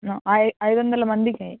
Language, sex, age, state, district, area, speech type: Telugu, female, 18-30, Andhra Pradesh, Annamaya, rural, conversation